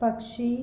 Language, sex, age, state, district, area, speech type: Hindi, female, 18-30, Madhya Pradesh, Jabalpur, urban, read